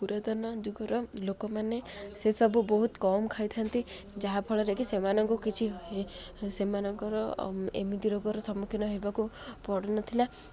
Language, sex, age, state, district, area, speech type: Odia, female, 18-30, Odisha, Ganjam, urban, spontaneous